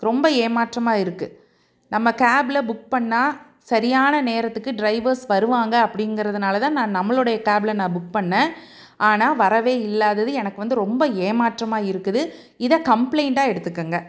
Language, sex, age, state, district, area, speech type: Tamil, female, 45-60, Tamil Nadu, Tiruppur, urban, spontaneous